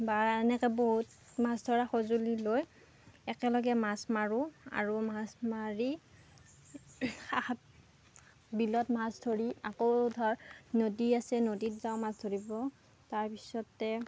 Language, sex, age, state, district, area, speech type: Assamese, female, 18-30, Assam, Darrang, rural, spontaneous